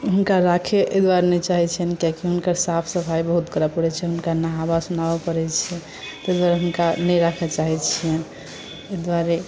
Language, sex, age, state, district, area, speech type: Maithili, female, 18-30, Bihar, Madhubani, rural, spontaneous